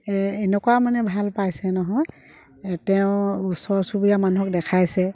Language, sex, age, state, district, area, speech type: Assamese, female, 45-60, Assam, Sivasagar, rural, spontaneous